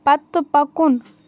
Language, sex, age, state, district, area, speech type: Kashmiri, female, 30-45, Jammu and Kashmir, Baramulla, rural, read